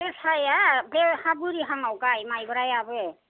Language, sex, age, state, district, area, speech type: Bodo, female, 60+, Assam, Kokrajhar, rural, conversation